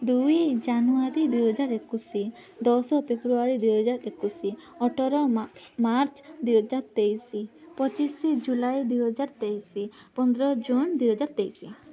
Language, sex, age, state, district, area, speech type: Odia, female, 18-30, Odisha, Nabarangpur, urban, spontaneous